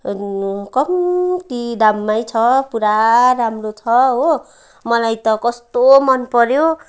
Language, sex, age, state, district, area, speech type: Nepali, female, 30-45, West Bengal, Kalimpong, rural, spontaneous